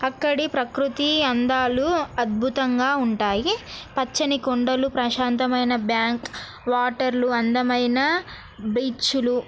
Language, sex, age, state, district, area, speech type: Telugu, female, 18-30, Telangana, Narayanpet, urban, spontaneous